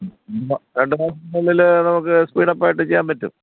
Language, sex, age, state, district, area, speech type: Malayalam, male, 60+, Kerala, Thiruvananthapuram, urban, conversation